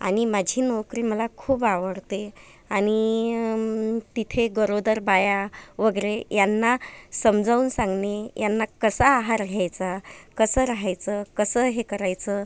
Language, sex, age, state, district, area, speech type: Marathi, female, 30-45, Maharashtra, Amravati, urban, spontaneous